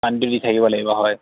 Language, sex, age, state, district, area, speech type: Assamese, male, 30-45, Assam, Jorhat, urban, conversation